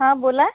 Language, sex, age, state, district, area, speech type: Marathi, female, 45-60, Maharashtra, Amravati, rural, conversation